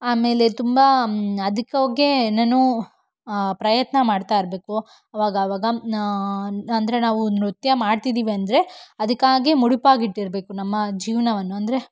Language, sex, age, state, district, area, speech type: Kannada, female, 18-30, Karnataka, Shimoga, rural, spontaneous